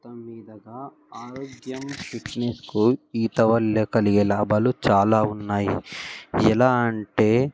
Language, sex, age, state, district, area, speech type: Telugu, male, 18-30, Telangana, Ranga Reddy, urban, spontaneous